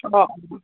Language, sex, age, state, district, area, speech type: Assamese, female, 30-45, Assam, Golaghat, rural, conversation